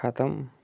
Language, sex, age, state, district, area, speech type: Kashmiri, male, 18-30, Jammu and Kashmir, Budgam, rural, spontaneous